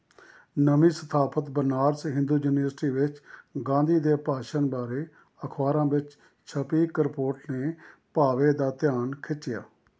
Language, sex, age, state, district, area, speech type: Punjabi, male, 60+, Punjab, Rupnagar, rural, read